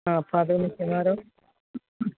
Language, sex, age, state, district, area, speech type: Malayalam, female, 30-45, Kerala, Pathanamthitta, rural, conversation